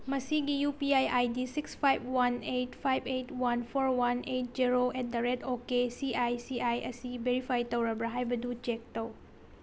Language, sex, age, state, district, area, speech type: Manipuri, female, 30-45, Manipur, Tengnoupal, rural, read